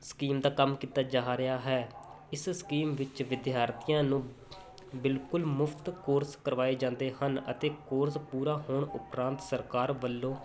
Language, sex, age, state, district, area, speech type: Punjabi, male, 30-45, Punjab, Muktsar, rural, spontaneous